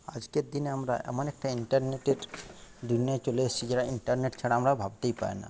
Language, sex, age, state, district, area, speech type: Bengali, male, 30-45, West Bengal, Jhargram, rural, spontaneous